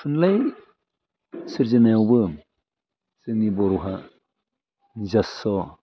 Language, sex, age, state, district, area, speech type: Bodo, male, 60+, Assam, Udalguri, urban, spontaneous